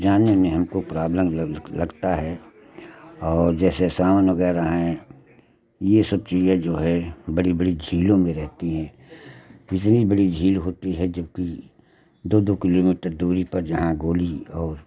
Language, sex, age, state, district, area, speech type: Hindi, male, 60+, Uttar Pradesh, Lucknow, rural, spontaneous